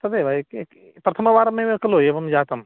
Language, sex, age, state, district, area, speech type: Sanskrit, male, 30-45, Karnataka, Uttara Kannada, urban, conversation